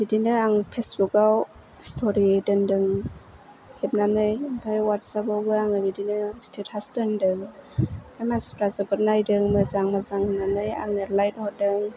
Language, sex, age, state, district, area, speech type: Bodo, female, 30-45, Assam, Chirang, urban, spontaneous